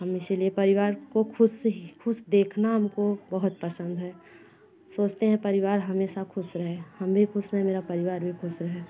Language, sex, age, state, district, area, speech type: Hindi, female, 30-45, Uttar Pradesh, Bhadohi, rural, spontaneous